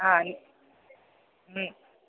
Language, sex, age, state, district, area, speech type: Kannada, female, 45-60, Karnataka, Bellary, rural, conversation